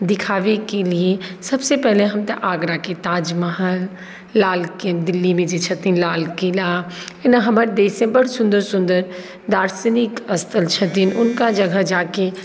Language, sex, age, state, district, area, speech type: Maithili, female, 30-45, Bihar, Madhubani, urban, spontaneous